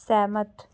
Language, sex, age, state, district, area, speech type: Dogri, female, 18-30, Jammu and Kashmir, Samba, urban, read